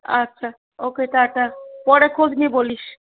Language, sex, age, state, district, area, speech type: Bengali, female, 45-60, West Bengal, Darjeeling, rural, conversation